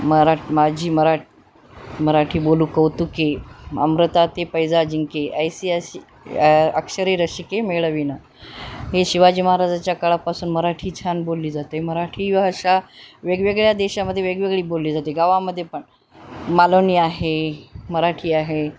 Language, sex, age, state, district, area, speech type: Marathi, female, 45-60, Maharashtra, Nanded, rural, spontaneous